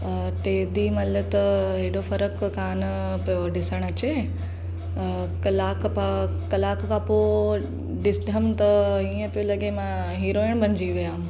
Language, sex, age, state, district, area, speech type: Sindhi, female, 18-30, Maharashtra, Mumbai Suburban, urban, spontaneous